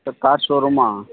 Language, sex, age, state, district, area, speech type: Tamil, male, 18-30, Tamil Nadu, Perambalur, rural, conversation